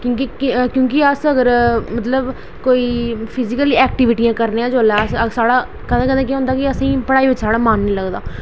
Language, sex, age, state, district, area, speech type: Dogri, female, 18-30, Jammu and Kashmir, Reasi, rural, spontaneous